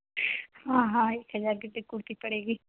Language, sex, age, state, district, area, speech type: Urdu, female, 18-30, Uttar Pradesh, Mirzapur, rural, conversation